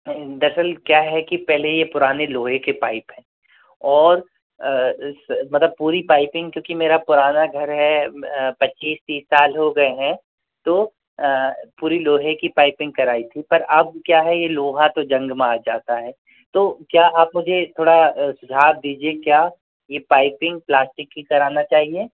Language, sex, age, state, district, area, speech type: Hindi, male, 45-60, Madhya Pradesh, Bhopal, urban, conversation